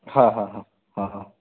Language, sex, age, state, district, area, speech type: Marathi, male, 18-30, Maharashtra, Buldhana, urban, conversation